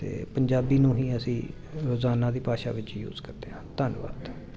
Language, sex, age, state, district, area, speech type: Punjabi, male, 45-60, Punjab, Jalandhar, urban, spontaneous